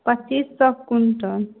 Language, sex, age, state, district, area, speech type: Maithili, female, 18-30, Bihar, Samastipur, rural, conversation